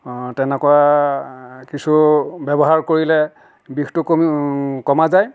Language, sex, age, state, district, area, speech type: Assamese, male, 60+, Assam, Nagaon, rural, spontaneous